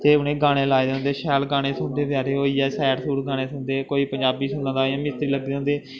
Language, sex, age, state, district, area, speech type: Dogri, male, 18-30, Jammu and Kashmir, Kathua, rural, spontaneous